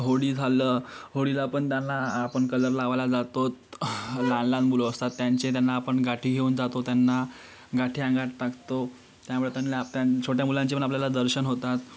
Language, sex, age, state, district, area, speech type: Marathi, male, 18-30, Maharashtra, Yavatmal, rural, spontaneous